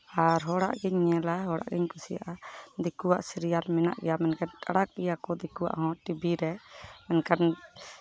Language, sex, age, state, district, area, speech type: Santali, female, 30-45, West Bengal, Malda, rural, spontaneous